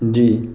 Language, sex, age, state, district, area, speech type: Urdu, male, 30-45, Uttar Pradesh, Muzaffarnagar, urban, spontaneous